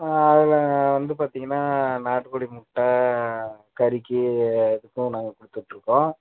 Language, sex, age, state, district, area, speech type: Tamil, male, 18-30, Tamil Nadu, Namakkal, rural, conversation